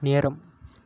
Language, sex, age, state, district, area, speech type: Tamil, male, 18-30, Tamil Nadu, Tiruppur, rural, read